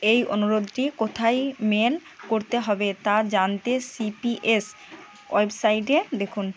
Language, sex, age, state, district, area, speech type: Bengali, female, 30-45, West Bengal, Purba Bardhaman, urban, read